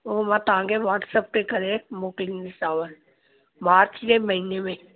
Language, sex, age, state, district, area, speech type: Sindhi, female, 60+, Delhi, South Delhi, rural, conversation